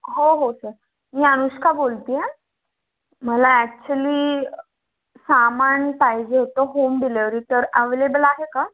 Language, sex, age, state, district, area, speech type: Marathi, female, 18-30, Maharashtra, Pune, urban, conversation